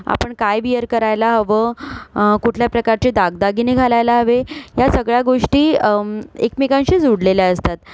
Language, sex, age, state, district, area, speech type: Marathi, female, 30-45, Maharashtra, Nagpur, urban, spontaneous